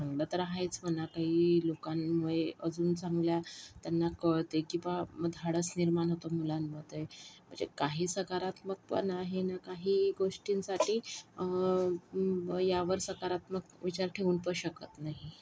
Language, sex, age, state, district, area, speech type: Marathi, female, 45-60, Maharashtra, Yavatmal, rural, spontaneous